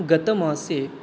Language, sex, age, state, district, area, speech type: Sanskrit, male, 18-30, West Bengal, Alipurduar, rural, spontaneous